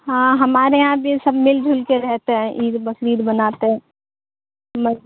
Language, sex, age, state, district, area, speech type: Urdu, female, 18-30, Bihar, Supaul, rural, conversation